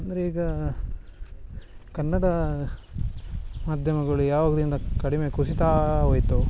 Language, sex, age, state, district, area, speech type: Kannada, male, 30-45, Karnataka, Dakshina Kannada, rural, spontaneous